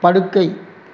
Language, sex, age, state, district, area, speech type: Tamil, male, 60+, Tamil Nadu, Erode, rural, read